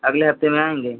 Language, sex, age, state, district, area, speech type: Hindi, male, 18-30, Uttar Pradesh, Pratapgarh, urban, conversation